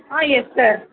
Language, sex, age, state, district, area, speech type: Tamil, female, 18-30, Tamil Nadu, Chennai, urban, conversation